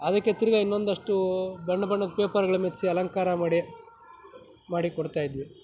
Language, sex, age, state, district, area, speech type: Kannada, male, 30-45, Karnataka, Chikkaballapur, rural, spontaneous